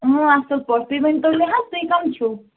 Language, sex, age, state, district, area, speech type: Kashmiri, female, 18-30, Jammu and Kashmir, Pulwama, urban, conversation